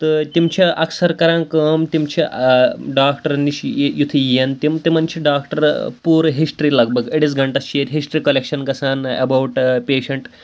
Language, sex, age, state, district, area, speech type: Kashmiri, male, 18-30, Jammu and Kashmir, Pulwama, urban, spontaneous